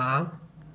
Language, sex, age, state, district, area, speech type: Punjabi, male, 18-30, Punjab, Patiala, rural, read